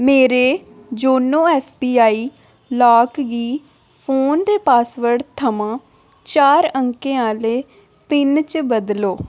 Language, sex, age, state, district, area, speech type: Dogri, female, 18-30, Jammu and Kashmir, Udhampur, urban, read